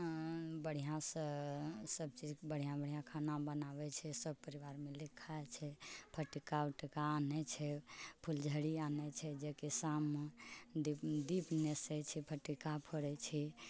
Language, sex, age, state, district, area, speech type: Maithili, female, 45-60, Bihar, Purnia, urban, spontaneous